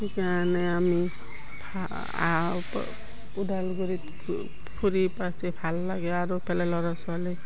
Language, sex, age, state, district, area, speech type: Assamese, female, 60+, Assam, Udalguri, rural, spontaneous